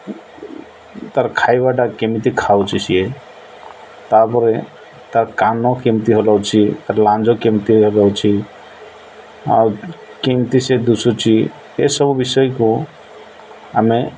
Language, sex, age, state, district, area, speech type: Odia, male, 45-60, Odisha, Nabarangpur, urban, spontaneous